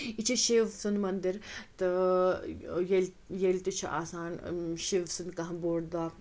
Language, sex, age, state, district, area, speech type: Kashmiri, female, 30-45, Jammu and Kashmir, Srinagar, urban, spontaneous